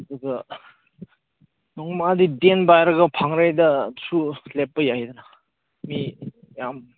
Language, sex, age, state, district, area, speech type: Manipuri, male, 30-45, Manipur, Ukhrul, urban, conversation